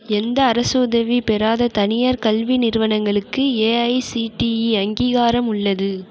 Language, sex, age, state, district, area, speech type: Tamil, female, 18-30, Tamil Nadu, Mayiladuthurai, urban, read